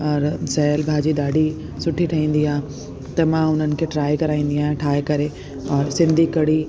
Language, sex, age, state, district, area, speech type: Sindhi, female, 30-45, Delhi, South Delhi, urban, spontaneous